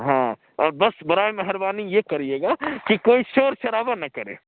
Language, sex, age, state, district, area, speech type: Urdu, male, 60+, Uttar Pradesh, Lucknow, urban, conversation